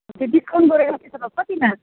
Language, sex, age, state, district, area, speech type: Nepali, female, 30-45, West Bengal, Darjeeling, urban, conversation